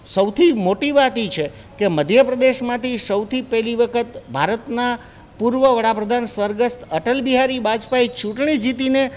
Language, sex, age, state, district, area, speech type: Gujarati, male, 45-60, Gujarat, Junagadh, urban, spontaneous